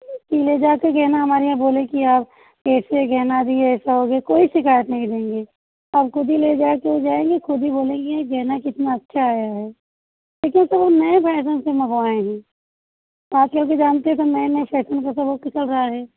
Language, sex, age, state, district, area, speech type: Hindi, female, 30-45, Uttar Pradesh, Prayagraj, urban, conversation